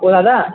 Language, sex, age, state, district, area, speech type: Nepali, male, 18-30, West Bengal, Alipurduar, urban, conversation